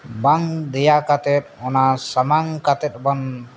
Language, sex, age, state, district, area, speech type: Santali, male, 30-45, Jharkhand, East Singhbhum, rural, spontaneous